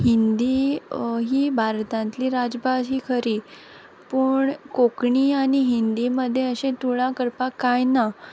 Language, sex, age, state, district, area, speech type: Goan Konkani, female, 18-30, Goa, Quepem, rural, spontaneous